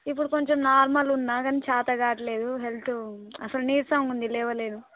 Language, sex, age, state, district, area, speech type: Telugu, female, 18-30, Telangana, Nalgonda, rural, conversation